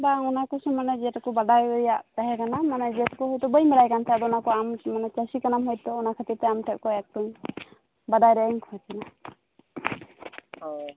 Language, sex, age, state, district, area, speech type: Santali, female, 18-30, West Bengal, Birbhum, rural, conversation